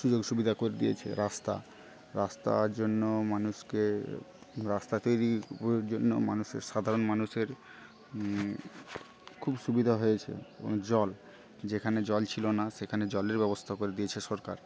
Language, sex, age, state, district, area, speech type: Bengali, male, 18-30, West Bengal, Paschim Medinipur, rural, spontaneous